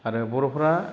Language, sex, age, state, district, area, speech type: Bodo, male, 30-45, Assam, Chirang, rural, spontaneous